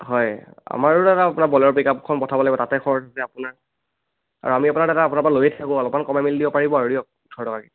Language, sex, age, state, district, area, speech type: Assamese, male, 18-30, Assam, Biswanath, rural, conversation